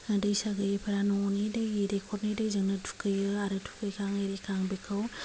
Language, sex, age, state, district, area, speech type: Bodo, female, 45-60, Assam, Kokrajhar, rural, spontaneous